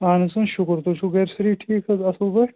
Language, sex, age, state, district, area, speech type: Kashmiri, male, 18-30, Jammu and Kashmir, Bandipora, rural, conversation